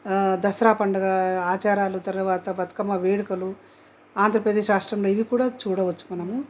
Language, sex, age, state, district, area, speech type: Telugu, female, 60+, Telangana, Hyderabad, urban, spontaneous